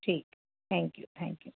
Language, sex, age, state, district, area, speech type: Sindhi, female, 45-60, Uttar Pradesh, Lucknow, urban, conversation